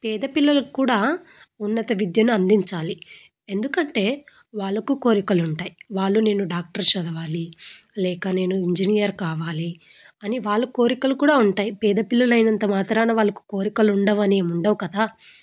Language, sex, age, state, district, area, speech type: Telugu, female, 18-30, Andhra Pradesh, Anantapur, rural, spontaneous